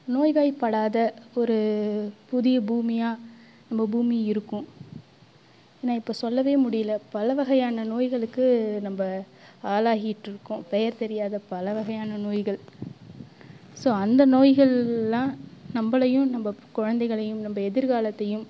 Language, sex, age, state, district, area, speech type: Tamil, female, 45-60, Tamil Nadu, Thanjavur, rural, spontaneous